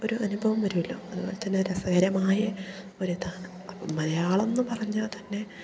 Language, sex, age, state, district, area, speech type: Malayalam, female, 18-30, Kerala, Idukki, rural, spontaneous